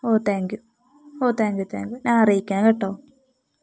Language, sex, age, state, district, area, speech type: Malayalam, female, 18-30, Kerala, Palakkad, rural, spontaneous